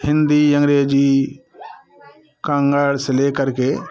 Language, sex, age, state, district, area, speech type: Hindi, male, 60+, Uttar Pradesh, Jaunpur, rural, spontaneous